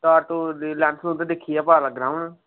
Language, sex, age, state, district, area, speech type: Dogri, male, 18-30, Jammu and Kashmir, Kathua, rural, conversation